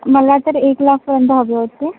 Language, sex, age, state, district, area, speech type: Marathi, female, 45-60, Maharashtra, Nagpur, urban, conversation